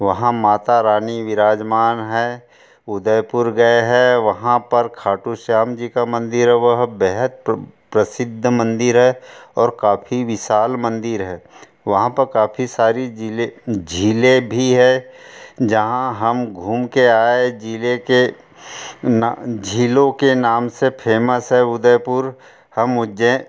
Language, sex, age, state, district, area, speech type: Hindi, male, 60+, Madhya Pradesh, Betul, rural, spontaneous